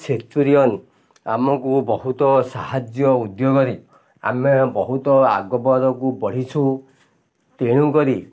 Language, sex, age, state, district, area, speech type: Odia, male, 45-60, Odisha, Ganjam, urban, spontaneous